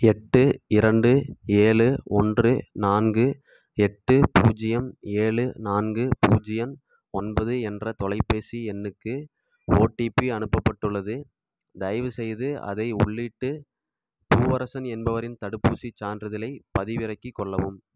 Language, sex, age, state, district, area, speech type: Tamil, male, 18-30, Tamil Nadu, Erode, rural, read